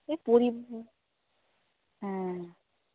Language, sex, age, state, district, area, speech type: Bengali, female, 45-60, West Bengal, Nadia, rural, conversation